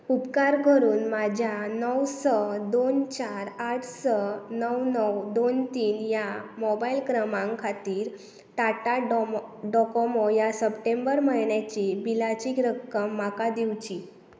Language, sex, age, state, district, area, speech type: Goan Konkani, female, 18-30, Goa, Pernem, urban, read